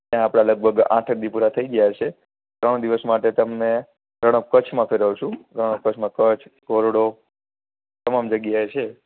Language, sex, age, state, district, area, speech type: Gujarati, male, 18-30, Gujarat, Morbi, urban, conversation